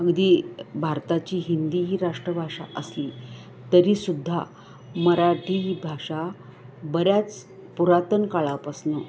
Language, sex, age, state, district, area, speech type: Marathi, female, 60+, Maharashtra, Kolhapur, urban, spontaneous